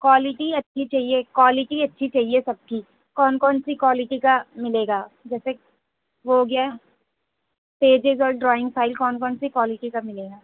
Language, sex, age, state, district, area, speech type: Urdu, female, 18-30, Delhi, North West Delhi, urban, conversation